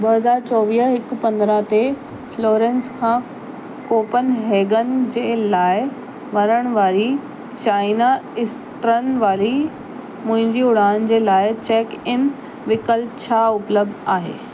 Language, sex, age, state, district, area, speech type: Sindhi, female, 30-45, Delhi, South Delhi, urban, read